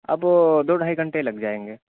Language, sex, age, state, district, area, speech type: Urdu, male, 18-30, Uttar Pradesh, Siddharthnagar, rural, conversation